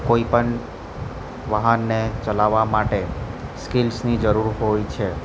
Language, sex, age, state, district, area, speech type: Gujarati, male, 30-45, Gujarat, Valsad, rural, spontaneous